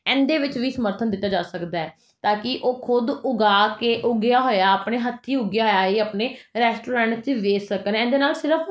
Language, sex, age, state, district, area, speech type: Punjabi, female, 30-45, Punjab, Jalandhar, urban, spontaneous